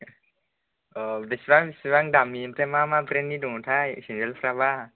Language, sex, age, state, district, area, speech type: Bodo, male, 30-45, Assam, Chirang, rural, conversation